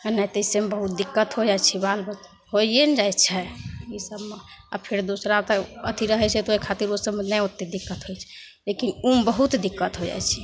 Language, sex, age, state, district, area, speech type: Maithili, female, 18-30, Bihar, Begusarai, urban, spontaneous